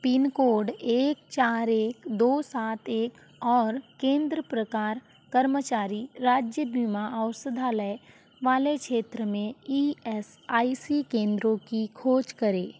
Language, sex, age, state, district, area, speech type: Hindi, female, 45-60, Madhya Pradesh, Balaghat, rural, read